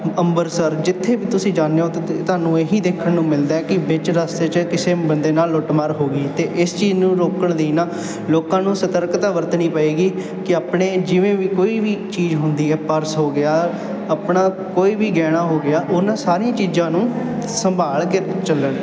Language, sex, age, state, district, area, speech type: Punjabi, male, 18-30, Punjab, Bathinda, urban, spontaneous